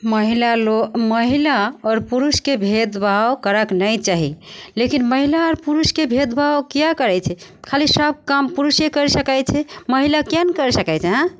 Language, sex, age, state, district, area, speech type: Maithili, female, 45-60, Bihar, Begusarai, rural, spontaneous